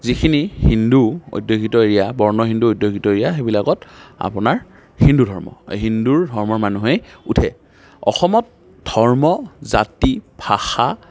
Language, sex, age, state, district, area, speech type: Assamese, male, 45-60, Assam, Darrang, urban, spontaneous